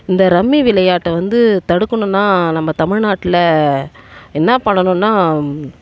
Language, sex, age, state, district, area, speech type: Tamil, female, 30-45, Tamil Nadu, Tiruvannamalai, urban, spontaneous